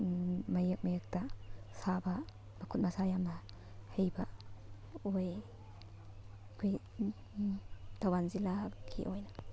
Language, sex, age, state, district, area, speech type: Manipuri, female, 18-30, Manipur, Thoubal, rural, spontaneous